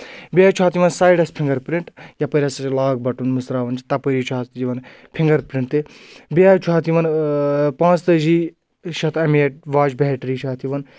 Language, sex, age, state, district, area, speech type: Kashmiri, male, 30-45, Jammu and Kashmir, Anantnag, rural, spontaneous